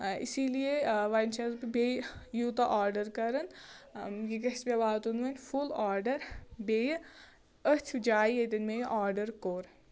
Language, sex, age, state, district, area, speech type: Kashmiri, female, 30-45, Jammu and Kashmir, Shopian, rural, spontaneous